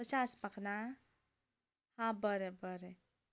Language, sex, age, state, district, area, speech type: Goan Konkani, female, 18-30, Goa, Canacona, rural, spontaneous